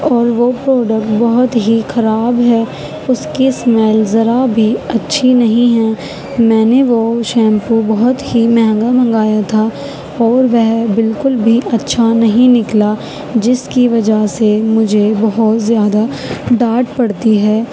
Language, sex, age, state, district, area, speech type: Urdu, female, 18-30, Uttar Pradesh, Gautam Buddha Nagar, rural, spontaneous